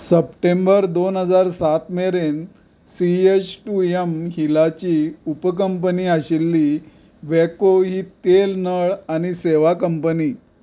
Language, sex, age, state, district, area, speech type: Goan Konkani, male, 45-60, Goa, Canacona, rural, read